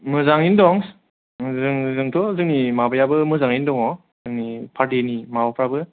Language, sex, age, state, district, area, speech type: Bodo, male, 30-45, Assam, Kokrajhar, rural, conversation